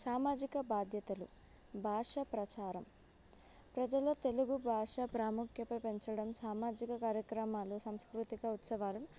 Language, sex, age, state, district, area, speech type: Telugu, female, 18-30, Telangana, Sangareddy, rural, spontaneous